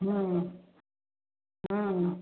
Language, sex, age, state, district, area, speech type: Odia, female, 60+, Odisha, Angul, rural, conversation